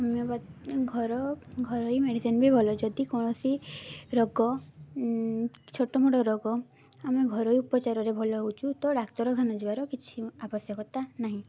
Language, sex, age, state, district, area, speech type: Odia, female, 18-30, Odisha, Mayurbhanj, rural, spontaneous